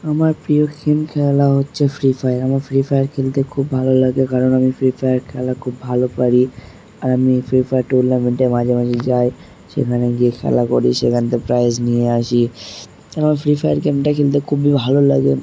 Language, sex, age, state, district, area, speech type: Bengali, male, 18-30, West Bengal, Dakshin Dinajpur, urban, spontaneous